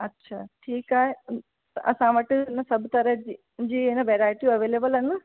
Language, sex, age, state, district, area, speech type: Sindhi, female, 30-45, Rajasthan, Ajmer, urban, conversation